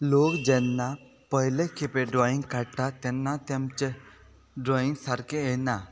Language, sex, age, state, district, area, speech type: Goan Konkani, male, 30-45, Goa, Quepem, rural, spontaneous